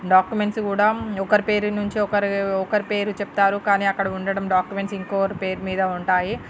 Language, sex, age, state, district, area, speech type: Telugu, female, 45-60, Andhra Pradesh, Srikakulam, urban, spontaneous